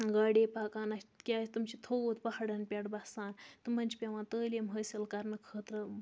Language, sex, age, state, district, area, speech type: Kashmiri, female, 30-45, Jammu and Kashmir, Budgam, rural, spontaneous